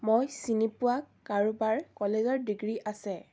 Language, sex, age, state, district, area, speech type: Assamese, female, 18-30, Assam, Biswanath, rural, spontaneous